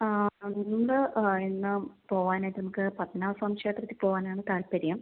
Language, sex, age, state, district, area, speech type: Malayalam, female, 30-45, Kerala, Thiruvananthapuram, rural, conversation